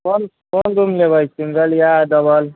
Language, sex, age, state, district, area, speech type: Maithili, male, 30-45, Bihar, Sitamarhi, urban, conversation